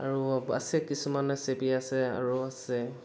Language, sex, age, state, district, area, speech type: Assamese, male, 18-30, Assam, Dhemaji, rural, spontaneous